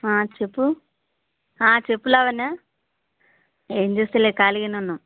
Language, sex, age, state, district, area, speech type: Telugu, female, 30-45, Telangana, Vikarabad, urban, conversation